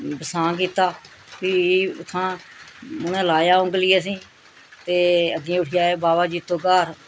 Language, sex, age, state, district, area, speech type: Dogri, female, 45-60, Jammu and Kashmir, Reasi, rural, spontaneous